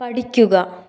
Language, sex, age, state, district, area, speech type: Malayalam, female, 18-30, Kerala, Palakkad, urban, read